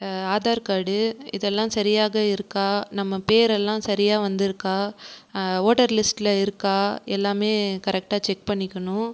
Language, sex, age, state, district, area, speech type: Tamil, female, 18-30, Tamil Nadu, Krishnagiri, rural, spontaneous